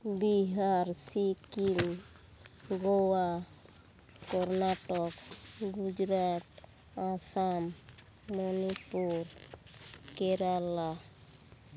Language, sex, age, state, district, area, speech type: Santali, female, 45-60, West Bengal, Bankura, rural, spontaneous